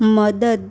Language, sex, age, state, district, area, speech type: Gujarati, female, 18-30, Gujarat, Anand, rural, read